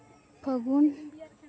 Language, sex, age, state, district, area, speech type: Santali, female, 18-30, Jharkhand, East Singhbhum, rural, spontaneous